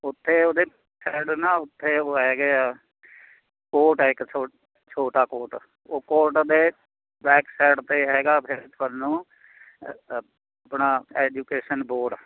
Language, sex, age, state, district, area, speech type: Punjabi, male, 60+, Punjab, Mohali, rural, conversation